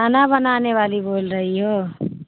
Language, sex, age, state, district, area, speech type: Urdu, female, 45-60, Bihar, Supaul, rural, conversation